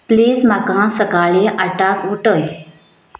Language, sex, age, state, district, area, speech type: Goan Konkani, female, 30-45, Goa, Canacona, rural, read